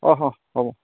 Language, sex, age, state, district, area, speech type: Assamese, male, 45-60, Assam, Sivasagar, rural, conversation